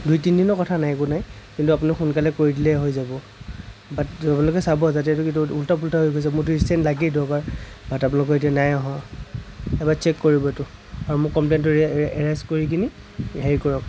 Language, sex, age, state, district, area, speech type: Assamese, male, 30-45, Assam, Kamrup Metropolitan, urban, spontaneous